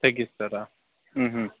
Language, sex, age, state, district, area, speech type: Telugu, male, 45-60, Andhra Pradesh, Sri Balaji, rural, conversation